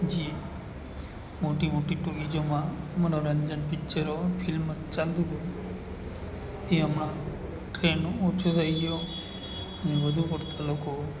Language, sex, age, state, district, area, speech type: Gujarati, male, 45-60, Gujarat, Narmada, rural, spontaneous